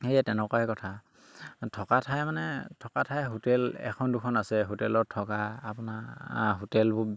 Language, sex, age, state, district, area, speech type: Assamese, male, 18-30, Assam, Charaideo, rural, spontaneous